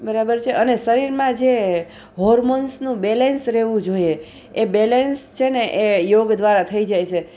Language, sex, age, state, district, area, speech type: Gujarati, female, 45-60, Gujarat, Junagadh, urban, spontaneous